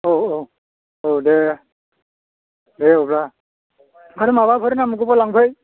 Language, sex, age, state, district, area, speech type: Bodo, male, 60+, Assam, Kokrajhar, urban, conversation